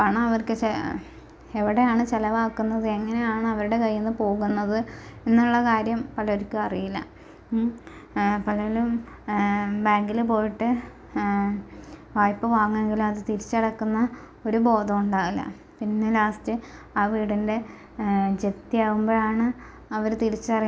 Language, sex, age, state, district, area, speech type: Malayalam, female, 18-30, Kerala, Malappuram, rural, spontaneous